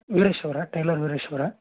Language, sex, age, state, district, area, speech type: Kannada, male, 18-30, Karnataka, Koppal, rural, conversation